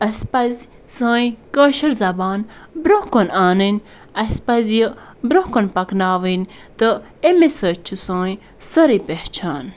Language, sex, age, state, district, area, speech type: Kashmiri, female, 18-30, Jammu and Kashmir, Bandipora, rural, spontaneous